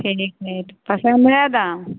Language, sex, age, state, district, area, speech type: Maithili, female, 30-45, Bihar, Samastipur, rural, conversation